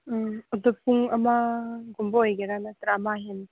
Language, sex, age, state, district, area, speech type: Manipuri, female, 18-30, Manipur, Kangpokpi, urban, conversation